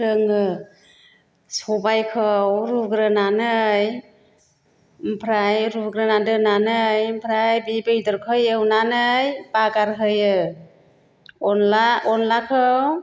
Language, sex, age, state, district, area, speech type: Bodo, female, 60+, Assam, Chirang, rural, spontaneous